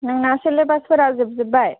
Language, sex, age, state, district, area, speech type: Bodo, female, 18-30, Assam, Udalguri, rural, conversation